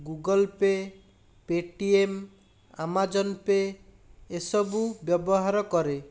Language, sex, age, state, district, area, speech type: Odia, male, 45-60, Odisha, Bhadrak, rural, spontaneous